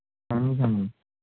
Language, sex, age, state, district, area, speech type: Manipuri, male, 18-30, Manipur, Kangpokpi, urban, conversation